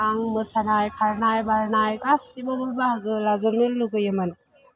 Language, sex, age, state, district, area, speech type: Bodo, female, 18-30, Assam, Chirang, rural, spontaneous